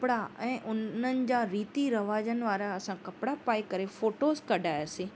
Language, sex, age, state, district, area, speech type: Sindhi, female, 30-45, Maharashtra, Mumbai Suburban, urban, spontaneous